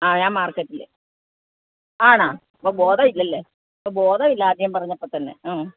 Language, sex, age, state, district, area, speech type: Malayalam, female, 60+, Kerala, Alappuzha, rural, conversation